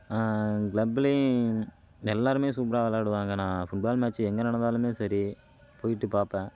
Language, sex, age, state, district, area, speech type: Tamil, male, 18-30, Tamil Nadu, Kallakurichi, urban, spontaneous